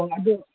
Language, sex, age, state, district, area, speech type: Manipuri, female, 60+, Manipur, Imphal East, rural, conversation